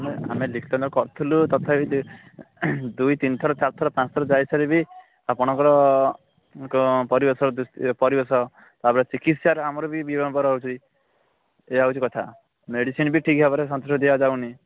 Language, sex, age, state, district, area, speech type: Odia, male, 18-30, Odisha, Jagatsinghpur, urban, conversation